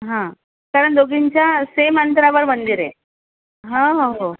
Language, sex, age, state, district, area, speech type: Marathi, female, 30-45, Maharashtra, Buldhana, urban, conversation